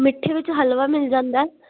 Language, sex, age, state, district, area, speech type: Punjabi, female, 18-30, Punjab, Muktsar, urban, conversation